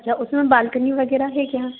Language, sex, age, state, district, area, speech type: Hindi, female, 60+, Madhya Pradesh, Bhopal, urban, conversation